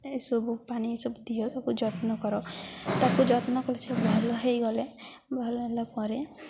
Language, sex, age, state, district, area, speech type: Odia, female, 18-30, Odisha, Malkangiri, urban, spontaneous